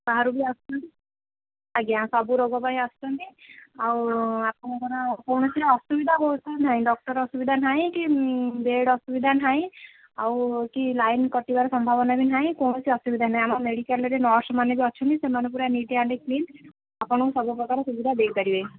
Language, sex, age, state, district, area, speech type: Odia, female, 30-45, Odisha, Sambalpur, rural, conversation